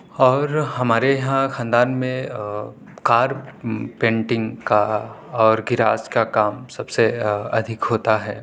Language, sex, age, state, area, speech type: Urdu, male, 18-30, Uttar Pradesh, urban, spontaneous